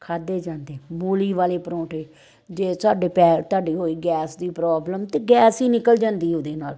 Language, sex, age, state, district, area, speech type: Punjabi, female, 45-60, Punjab, Amritsar, urban, spontaneous